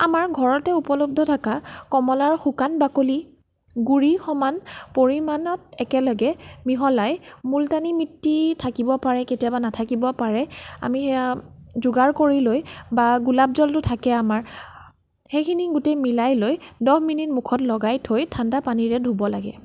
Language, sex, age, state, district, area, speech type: Assamese, female, 18-30, Assam, Nagaon, rural, spontaneous